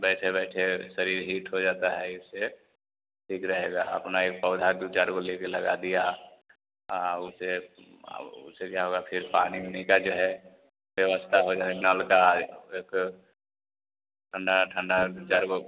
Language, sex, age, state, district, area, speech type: Hindi, male, 30-45, Bihar, Vaishali, urban, conversation